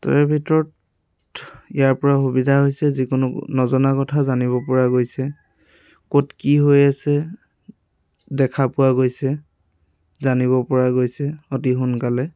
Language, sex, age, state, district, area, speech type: Assamese, male, 18-30, Assam, Lakhimpur, rural, spontaneous